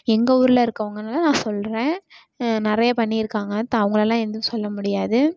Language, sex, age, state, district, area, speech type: Tamil, female, 18-30, Tamil Nadu, Tiruchirappalli, rural, spontaneous